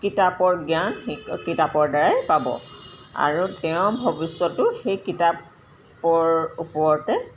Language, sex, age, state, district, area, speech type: Assamese, female, 45-60, Assam, Golaghat, urban, spontaneous